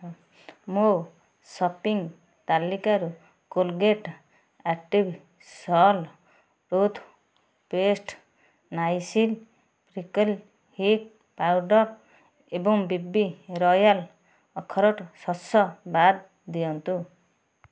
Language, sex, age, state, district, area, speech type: Odia, female, 30-45, Odisha, Nayagarh, rural, read